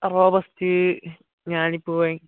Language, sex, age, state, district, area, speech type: Malayalam, male, 18-30, Kerala, Kollam, rural, conversation